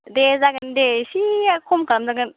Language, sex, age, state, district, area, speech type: Bodo, female, 18-30, Assam, Chirang, rural, conversation